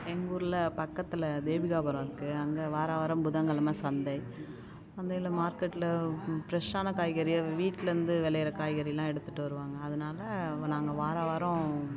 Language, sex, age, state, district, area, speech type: Tamil, female, 30-45, Tamil Nadu, Tiruvannamalai, rural, spontaneous